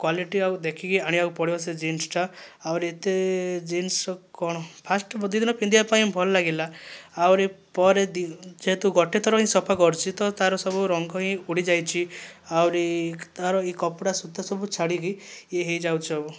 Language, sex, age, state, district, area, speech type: Odia, male, 18-30, Odisha, Kandhamal, rural, spontaneous